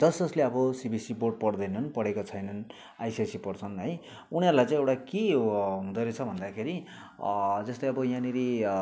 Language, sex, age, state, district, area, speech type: Nepali, male, 30-45, West Bengal, Kalimpong, rural, spontaneous